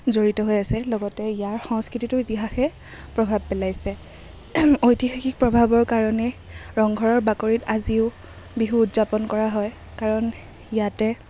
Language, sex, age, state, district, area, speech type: Assamese, female, 30-45, Assam, Kamrup Metropolitan, urban, spontaneous